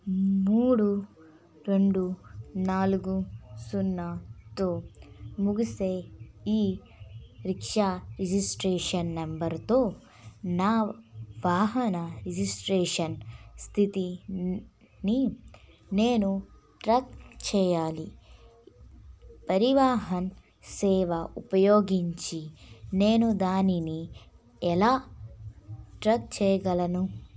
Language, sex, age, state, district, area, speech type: Telugu, female, 18-30, Andhra Pradesh, N T Rama Rao, urban, read